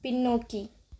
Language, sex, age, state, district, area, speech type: Tamil, female, 18-30, Tamil Nadu, Madurai, urban, read